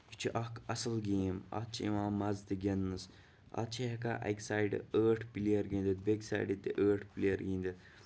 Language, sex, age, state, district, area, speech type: Kashmiri, male, 18-30, Jammu and Kashmir, Bandipora, rural, spontaneous